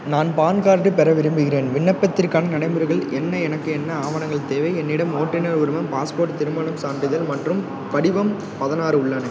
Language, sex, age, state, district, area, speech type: Tamil, male, 18-30, Tamil Nadu, Perambalur, rural, read